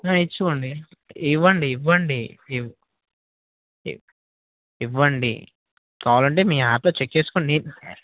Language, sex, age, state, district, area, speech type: Telugu, male, 18-30, Telangana, Mahbubnagar, rural, conversation